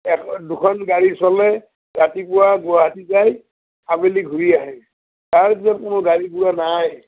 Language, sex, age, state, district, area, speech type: Assamese, male, 60+, Assam, Udalguri, rural, conversation